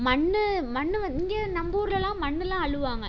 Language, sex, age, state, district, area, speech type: Tamil, female, 18-30, Tamil Nadu, Tiruchirappalli, rural, spontaneous